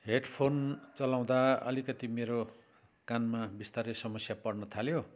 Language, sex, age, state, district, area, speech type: Nepali, male, 60+, West Bengal, Kalimpong, rural, spontaneous